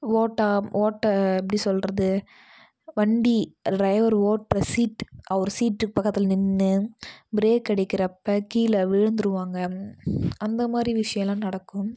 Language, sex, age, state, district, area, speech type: Tamil, female, 18-30, Tamil Nadu, Kallakurichi, urban, spontaneous